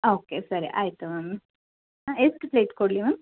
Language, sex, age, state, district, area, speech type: Kannada, female, 30-45, Karnataka, Shimoga, rural, conversation